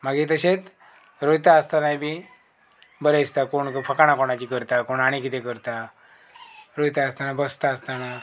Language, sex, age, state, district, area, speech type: Goan Konkani, male, 45-60, Goa, Murmgao, rural, spontaneous